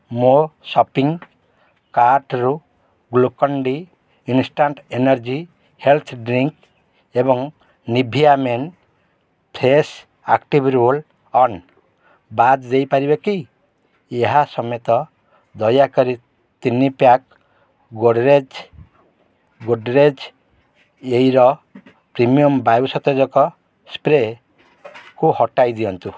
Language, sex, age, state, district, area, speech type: Odia, male, 45-60, Odisha, Kendrapara, urban, read